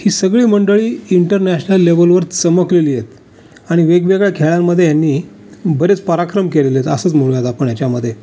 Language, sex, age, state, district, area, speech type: Marathi, male, 60+, Maharashtra, Raigad, urban, spontaneous